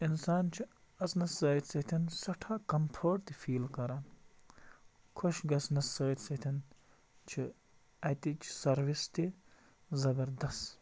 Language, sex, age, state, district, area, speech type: Kashmiri, male, 45-60, Jammu and Kashmir, Baramulla, rural, spontaneous